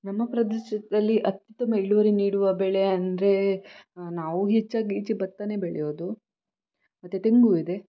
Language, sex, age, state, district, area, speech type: Kannada, female, 30-45, Karnataka, Shimoga, rural, spontaneous